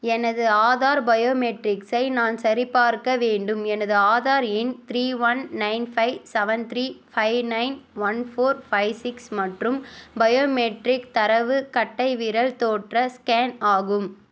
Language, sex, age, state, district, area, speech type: Tamil, female, 18-30, Tamil Nadu, Vellore, urban, read